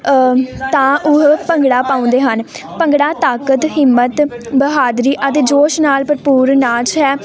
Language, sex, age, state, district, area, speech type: Punjabi, female, 18-30, Punjab, Hoshiarpur, rural, spontaneous